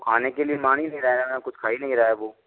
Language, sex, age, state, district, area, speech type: Hindi, male, 18-30, Rajasthan, Karauli, rural, conversation